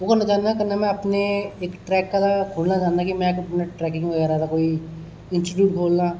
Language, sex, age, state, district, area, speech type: Dogri, male, 30-45, Jammu and Kashmir, Kathua, rural, spontaneous